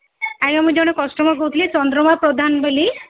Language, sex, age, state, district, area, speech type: Odia, female, 30-45, Odisha, Sundergarh, urban, conversation